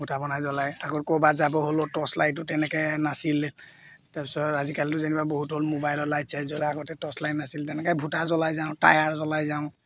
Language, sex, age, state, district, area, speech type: Assamese, male, 45-60, Assam, Golaghat, rural, spontaneous